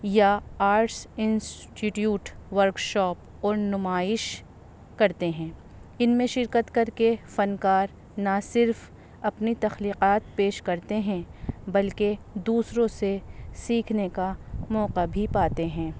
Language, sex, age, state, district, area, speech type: Urdu, female, 30-45, Delhi, North East Delhi, urban, spontaneous